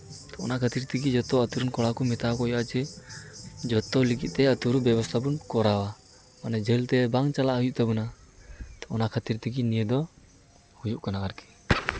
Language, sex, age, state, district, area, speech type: Santali, male, 18-30, West Bengal, Uttar Dinajpur, rural, spontaneous